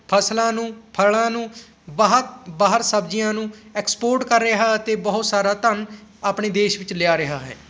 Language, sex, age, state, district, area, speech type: Punjabi, male, 18-30, Punjab, Patiala, rural, spontaneous